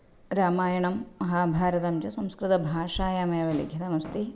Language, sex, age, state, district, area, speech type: Sanskrit, female, 45-60, Kerala, Thrissur, urban, spontaneous